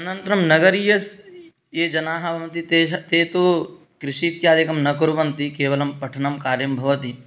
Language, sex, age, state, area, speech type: Sanskrit, male, 18-30, Rajasthan, rural, spontaneous